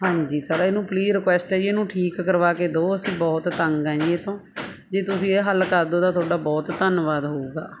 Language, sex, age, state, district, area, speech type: Punjabi, female, 30-45, Punjab, Barnala, rural, spontaneous